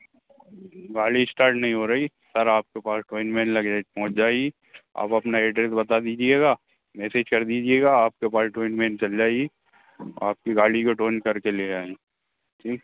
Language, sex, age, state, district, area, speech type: Hindi, male, 18-30, Madhya Pradesh, Hoshangabad, urban, conversation